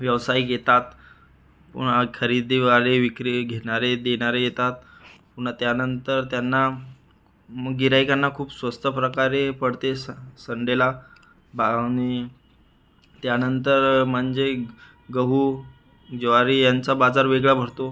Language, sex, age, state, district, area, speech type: Marathi, male, 30-45, Maharashtra, Buldhana, urban, spontaneous